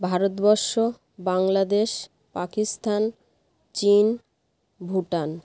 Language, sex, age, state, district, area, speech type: Bengali, female, 30-45, West Bengal, North 24 Parganas, rural, spontaneous